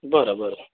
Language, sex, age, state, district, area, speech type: Marathi, male, 30-45, Maharashtra, Buldhana, urban, conversation